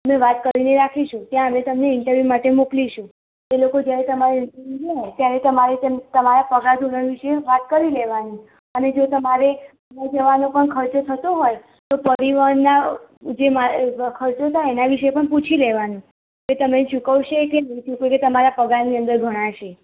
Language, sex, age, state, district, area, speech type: Gujarati, female, 18-30, Gujarat, Mehsana, rural, conversation